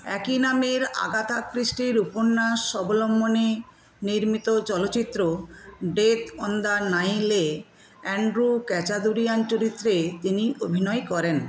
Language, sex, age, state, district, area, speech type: Bengali, female, 60+, West Bengal, Paschim Medinipur, rural, read